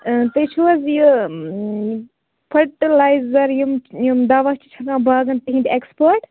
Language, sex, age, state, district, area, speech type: Kashmiri, female, 18-30, Jammu and Kashmir, Baramulla, rural, conversation